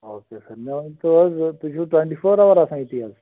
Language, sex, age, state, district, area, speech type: Kashmiri, male, 30-45, Jammu and Kashmir, Anantnag, rural, conversation